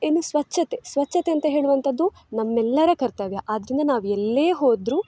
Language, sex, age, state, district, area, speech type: Kannada, female, 18-30, Karnataka, Dakshina Kannada, urban, spontaneous